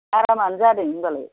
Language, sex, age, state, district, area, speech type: Bodo, female, 60+, Assam, Kokrajhar, rural, conversation